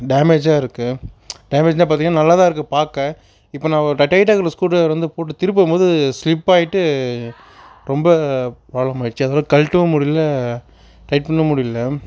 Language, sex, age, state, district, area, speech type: Tamil, male, 30-45, Tamil Nadu, Perambalur, rural, spontaneous